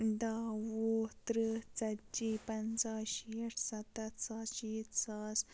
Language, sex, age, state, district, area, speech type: Kashmiri, female, 18-30, Jammu and Kashmir, Baramulla, rural, spontaneous